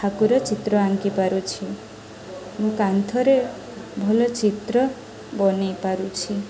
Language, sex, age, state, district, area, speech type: Odia, female, 18-30, Odisha, Sundergarh, urban, spontaneous